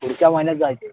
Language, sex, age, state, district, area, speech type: Marathi, male, 30-45, Maharashtra, Ratnagiri, urban, conversation